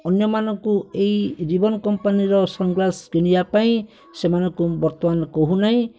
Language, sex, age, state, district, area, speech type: Odia, male, 45-60, Odisha, Bhadrak, rural, spontaneous